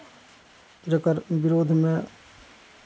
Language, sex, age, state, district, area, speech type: Maithili, male, 45-60, Bihar, Araria, rural, spontaneous